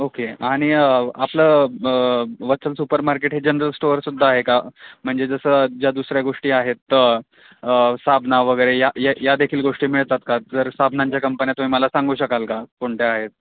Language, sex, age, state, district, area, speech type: Marathi, male, 18-30, Maharashtra, Nanded, rural, conversation